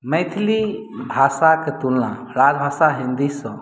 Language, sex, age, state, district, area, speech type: Maithili, male, 30-45, Bihar, Madhubani, rural, spontaneous